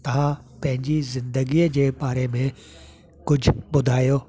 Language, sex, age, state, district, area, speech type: Sindhi, male, 60+, Delhi, South Delhi, urban, spontaneous